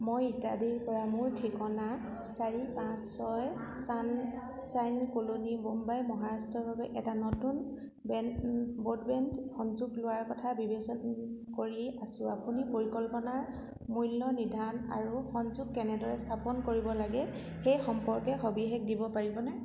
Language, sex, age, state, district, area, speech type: Assamese, female, 30-45, Assam, Sivasagar, urban, read